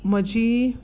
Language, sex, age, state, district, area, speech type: Goan Konkani, female, 30-45, Goa, Tiswadi, rural, spontaneous